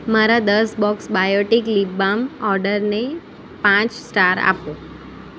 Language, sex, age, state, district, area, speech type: Gujarati, female, 18-30, Gujarat, Valsad, rural, read